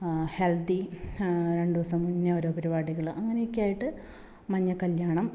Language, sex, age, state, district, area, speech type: Malayalam, female, 30-45, Kerala, Malappuram, rural, spontaneous